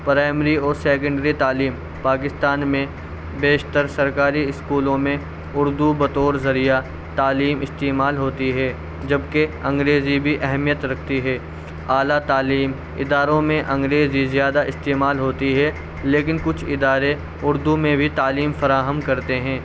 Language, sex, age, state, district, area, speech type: Urdu, male, 18-30, Delhi, Central Delhi, urban, spontaneous